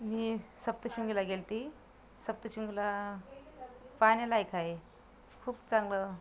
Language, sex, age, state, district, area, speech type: Marathi, other, 30-45, Maharashtra, Washim, rural, spontaneous